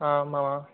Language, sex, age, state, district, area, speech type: Tamil, male, 18-30, Tamil Nadu, Nagapattinam, rural, conversation